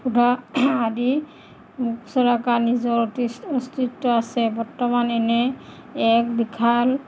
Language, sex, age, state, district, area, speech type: Assamese, female, 45-60, Assam, Nagaon, rural, spontaneous